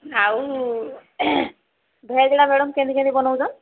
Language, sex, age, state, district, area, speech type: Odia, female, 45-60, Odisha, Sambalpur, rural, conversation